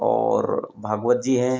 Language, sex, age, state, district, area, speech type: Hindi, male, 45-60, Madhya Pradesh, Ujjain, urban, spontaneous